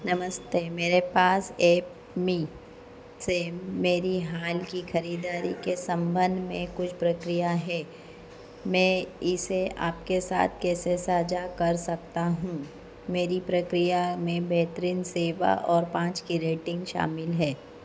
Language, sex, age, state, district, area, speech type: Hindi, female, 45-60, Madhya Pradesh, Harda, urban, read